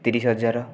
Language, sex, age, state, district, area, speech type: Odia, male, 18-30, Odisha, Rayagada, urban, spontaneous